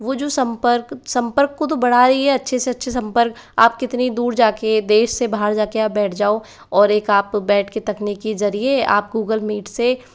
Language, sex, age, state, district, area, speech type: Hindi, female, 60+, Rajasthan, Jaipur, urban, spontaneous